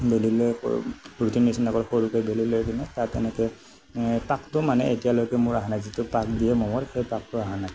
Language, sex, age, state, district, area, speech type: Assamese, male, 45-60, Assam, Morigaon, rural, spontaneous